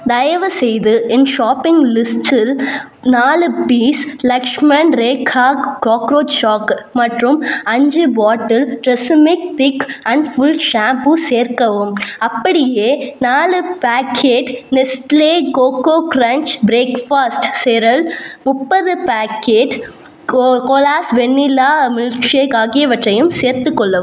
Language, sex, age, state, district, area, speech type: Tamil, female, 30-45, Tamil Nadu, Cuddalore, rural, read